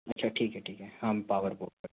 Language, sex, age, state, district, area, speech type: Hindi, male, 45-60, Madhya Pradesh, Bhopal, urban, conversation